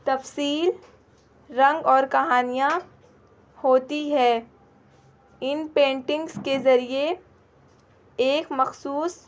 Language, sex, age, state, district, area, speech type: Urdu, female, 18-30, Bihar, Gaya, rural, spontaneous